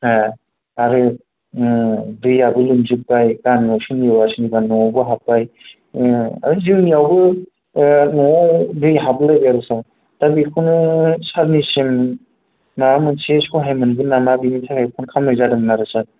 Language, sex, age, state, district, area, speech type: Bodo, male, 30-45, Assam, Kokrajhar, rural, conversation